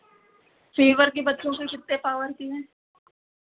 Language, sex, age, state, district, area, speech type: Hindi, female, 30-45, Uttar Pradesh, Sitapur, rural, conversation